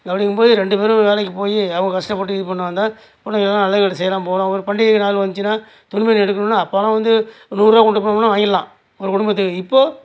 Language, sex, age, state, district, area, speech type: Tamil, male, 60+, Tamil Nadu, Nagapattinam, rural, spontaneous